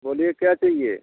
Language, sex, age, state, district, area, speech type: Hindi, male, 30-45, Uttar Pradesh, Bhadohi, rural, conversation